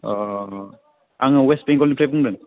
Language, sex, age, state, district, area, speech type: Bodo, male, 18-30, Assam, Udalguri, rural, conversation